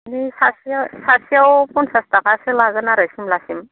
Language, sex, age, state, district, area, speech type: Bodo, female, 45-60, Assam, Baksa, rural, conversation